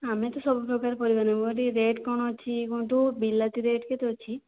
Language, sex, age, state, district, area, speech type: Odia, female, 18-30, Odisha, Jajpur, rural, conversation